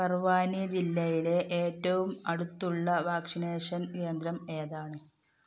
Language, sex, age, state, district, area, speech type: Malayalam, female, 30-45, Kerala, Malappuram, rural, read